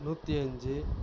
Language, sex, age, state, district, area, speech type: Tamil, male, 18-30, Tamil Nadu, Kallakurichi, rural, spontaneous